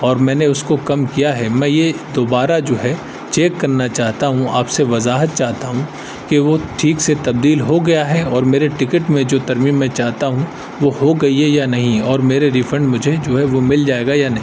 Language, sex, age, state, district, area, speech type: Urdu, male, 30-45, Uttar Pradesh, Aligarh, urban, spontaneous